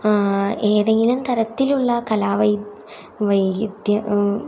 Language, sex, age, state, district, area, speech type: Malayalam, female, 18-30, Kerala, Thrissur, rural, spontaneous